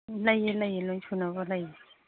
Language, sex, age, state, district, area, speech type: Manipuri, female, 45-60, Manipur, Imphal East, rural, conversation